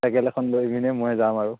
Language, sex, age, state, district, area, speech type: Assamese, male, 18-30, Assam, Dibrugarh, urban, conversation